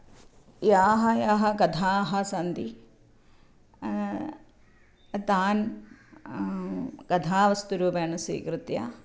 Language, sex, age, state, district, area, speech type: Sanskrit, female, 45-60, Kerala, Thrissur, urban, spontaneous